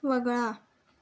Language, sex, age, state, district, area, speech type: Marathi, female, 18-30, Maharashtra, Raigad, rural, read